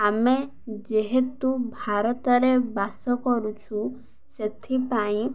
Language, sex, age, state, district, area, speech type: Odia, female, 18-30, Odisha, Ganjam, urban, spontaneous